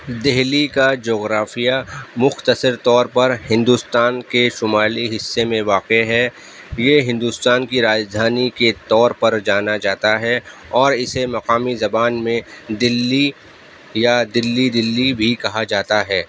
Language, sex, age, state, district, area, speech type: Urdu, male, 30-45, Delhi, East Delhi, urban, spontaneous